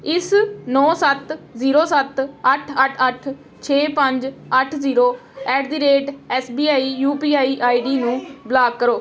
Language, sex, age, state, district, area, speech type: Punjabi, female, 18-30, Punjab, Amritsar, urban, read